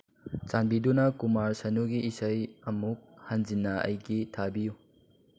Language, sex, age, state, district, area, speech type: Manipuri, male, 18-30, Manipur, Chandel, rural, read